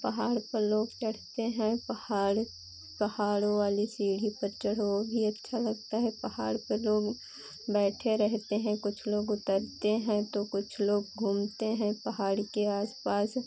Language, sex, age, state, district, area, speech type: Hindi, female, 18-30, Uttar Pradesh, Pratapgarh, urban, spontaneous